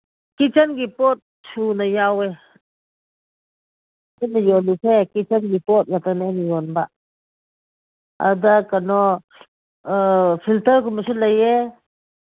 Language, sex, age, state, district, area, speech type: Manipuri, female, 45-60, Manipur, Ukhrul, rural, conversation